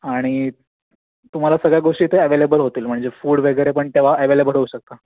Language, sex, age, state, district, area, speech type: Marathi, male, 18-30, Maharashtra, Raigad, rural, conversation